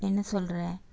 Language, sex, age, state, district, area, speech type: Tamil, female, 60+, Tamil Nadu, Erode, urban, spontaneous